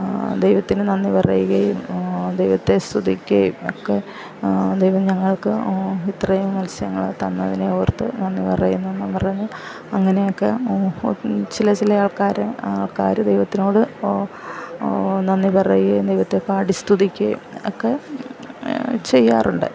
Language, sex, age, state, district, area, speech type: Malayalam, female, 60+, Kerala, Alappuzha, rural, spontaneous